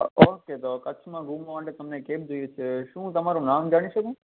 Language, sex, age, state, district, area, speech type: Gujarati, male, 18-30, Gujarat, Kutch, urban, conversation